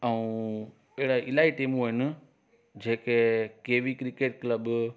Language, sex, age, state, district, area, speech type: Sindhi, male, 30-45, Gujarat, Junagadh, urban, spontaneous